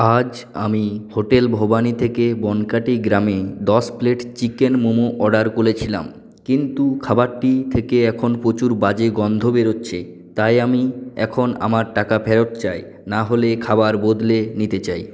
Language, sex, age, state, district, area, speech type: Bengali, male, 45-60, West Bengal, Purulia, urban, spontaneous